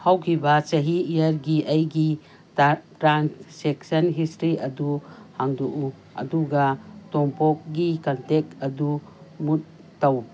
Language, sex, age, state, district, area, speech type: Manipuri, female, 45-60, Manipur, Kangpokpi, urban, read